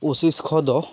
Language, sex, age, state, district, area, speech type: Assamese, male, 30-45, Assam, Charaideo, urban, spontaneous